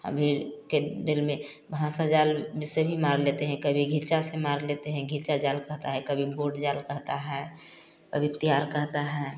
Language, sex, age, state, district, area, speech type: Hindi, female, 45-60, Bihar, Samastipur, rural, spontaneous